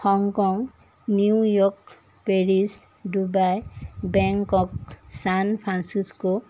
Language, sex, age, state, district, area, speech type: Assamese, female, 45-60, Assam, Jorhat, urban, spontaneous